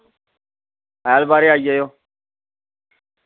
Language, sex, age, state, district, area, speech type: Dogri, male, 45-60, Jammu and Kashmir, Reasi, rural, conversation